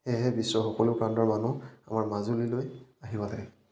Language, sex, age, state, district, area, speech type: Assamese, male, 30-45, Assam, Majuli, urban, spontaneous